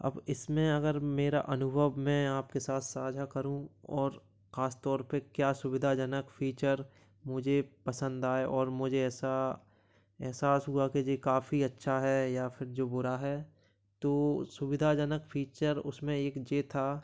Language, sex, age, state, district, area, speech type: Hindi, male, 18-30, Madhya Pradesh, Gwalior, urban, spontaneous